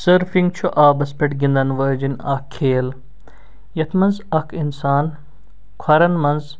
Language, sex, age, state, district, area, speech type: Kashmiri, male, 45-60, Jammu and Kashmir, Srinagar, urban, spontaneous